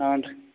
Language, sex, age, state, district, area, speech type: Kannada, male, 45-60, Karnataka, Belgaum, rural, conversation